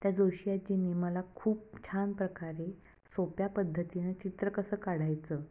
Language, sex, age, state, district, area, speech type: Marathi, female, 30-45, Maharashtra, Kolhapur, urban, spontaneous